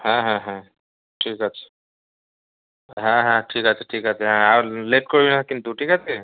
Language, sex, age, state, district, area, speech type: Bengali, male, 30-45, West Bengal, South 24 Parganas, rural, conversation